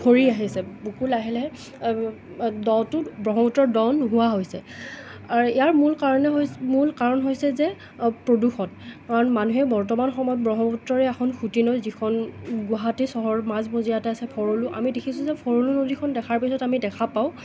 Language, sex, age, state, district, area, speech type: Assamese, male, 30-45, Assam, Nalbari, rural, spontaneous